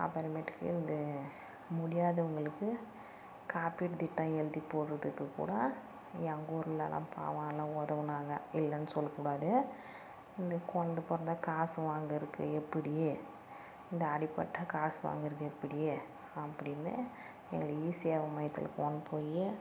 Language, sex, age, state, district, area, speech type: Tamil, female, 60+, Tamil Nadu, Dharmapuri, rural, spontaneous